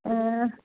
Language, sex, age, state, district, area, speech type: Tamil, female, 45-60, Tamil Nadu, Nilgiris, rural, conversation